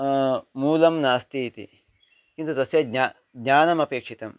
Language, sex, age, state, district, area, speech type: Sanskrit, male, 30-45, Karnataka, Uttara Kannada, rural, spontaneous